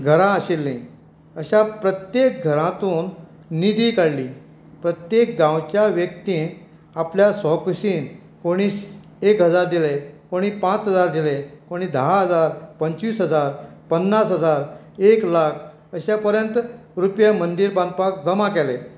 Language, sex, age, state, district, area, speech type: Goan Konkani, female, 60+, Goa, Canacona, rural, spontaneous